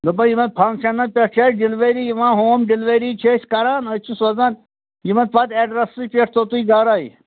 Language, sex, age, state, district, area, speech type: Kashmiri, male, 30-45, Jammu and Kashmir, Srinagar, urban, conversation